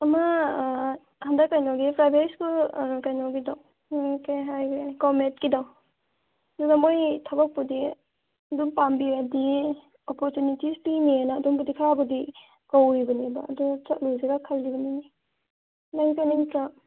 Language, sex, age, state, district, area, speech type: Manipuri, female, 30-45, Manipur, Senapati, rural, conversation